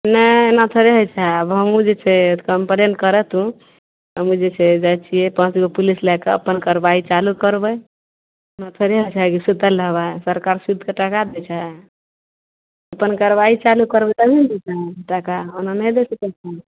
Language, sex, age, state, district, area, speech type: Maithili, female, 18-30, Bihar, Madhepura, rural, conversation